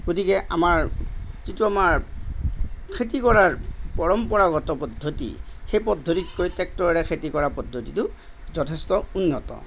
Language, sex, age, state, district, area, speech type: Assamese, male, 45-60, Assam, Darrang, rural, spontaneous